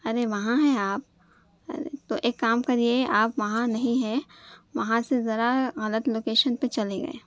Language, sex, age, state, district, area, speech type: Urdu, female, 18-30, Telangana, Hyderabad, urban, spontaneous